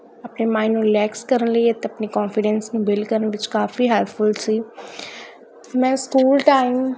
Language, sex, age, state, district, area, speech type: Punjabi, female, 18-30, Punjab, Faridkot, urban, spontaneous